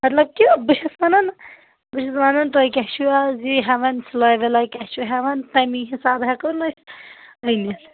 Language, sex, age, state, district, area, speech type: Kashmiri, female, 30-45, Jammu and Kashmir, Anantnag, rural, conversation